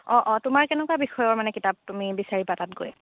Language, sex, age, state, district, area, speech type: Assamese, female, 18-30, Assam, Dibrugarh, rural, conversation